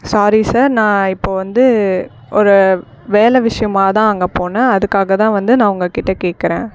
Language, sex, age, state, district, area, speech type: Tamil, female, 45-60, Tamil Nadu, Viluppuram, urban, spontaneous